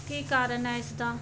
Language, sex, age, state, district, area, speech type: Punjabi, female, 30-45, Punjab, Muktsar, urban, spontaneous